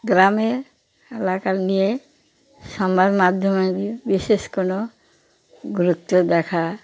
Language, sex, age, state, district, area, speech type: Bengali, female, 60+, West Bengal, Darjeeling, rural, spontaneous